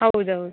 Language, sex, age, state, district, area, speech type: Kannada, female, 18-30, Karnataka, Dakshina Kannada, rural, conversation